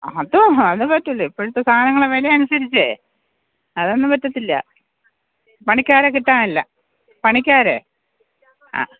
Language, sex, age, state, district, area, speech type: Malayalam, female, 60+, Kerala, Thiruvananthapuram, urban, conversation